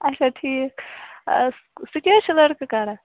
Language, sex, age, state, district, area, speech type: Kashmiri, female, 18-30, Jammu and Kashmir, Bandipora, rural, conversation